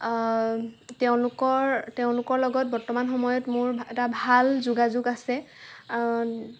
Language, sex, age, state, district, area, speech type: Assamese, female, 18-30, Assam, Lakhimpur, rural, spontaneous